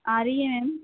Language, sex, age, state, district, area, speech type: Hindi, female, 30-45, Madhya Pradesh, Harda, urban, conversation